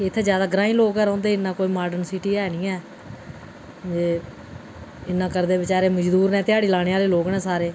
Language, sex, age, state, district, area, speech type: Dogri, female, 45-60, Jammu and Kashmir, Udhampur, urban, spontaneous